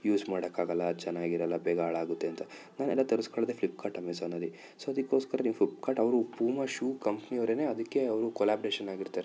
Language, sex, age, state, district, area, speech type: Kannada, male, 30-45, Karnataka, Chikkaballapur, urban, spontaneous